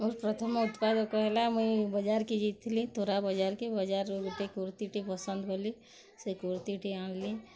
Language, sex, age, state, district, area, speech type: Odia, female, 30-45, Odisha, Bargarh, urban, spontaneous